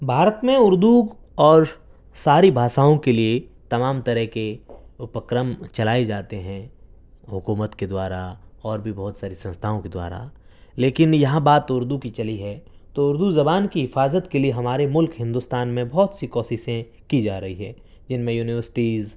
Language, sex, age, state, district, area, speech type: Urdu, male, 18-30, Delhi, North East Delhi, urban, spontaneous